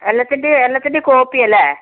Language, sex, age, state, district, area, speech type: Malayalam, female, 60+, Kerala, Wayanad, rural, conversation